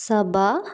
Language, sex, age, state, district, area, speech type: Hindi, female, 45-60, Madhya Pradesh, Bhopal, urban, spontaneous